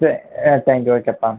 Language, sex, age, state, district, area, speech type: Tamil, male, 30-45, Tamil Nadu, Ariyalur, rural, conversation